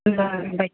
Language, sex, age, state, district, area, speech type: Nepali, female, 18-30, West Bengal, Alipurduar, urban, conversation